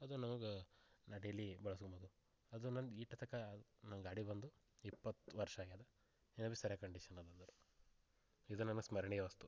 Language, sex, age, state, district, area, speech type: Kannada, male, 18-30, Karnataka, Gulbarga, rural, spontaneous